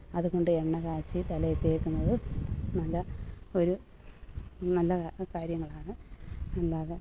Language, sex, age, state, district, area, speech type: Malayalam, female, 30-45, Kerala, Alappuzha, rural, spontaneous